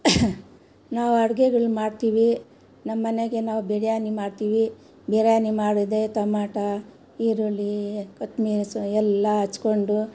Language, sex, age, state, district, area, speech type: Kannada, female, 60+, Karnataka, Bangalore Rural, rural, spontaneous